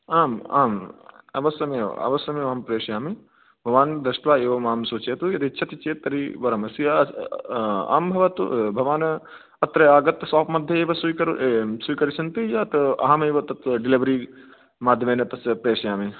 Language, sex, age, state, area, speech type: Sanskrit, male, 18-30, Madhya Pradesh, rural, conversation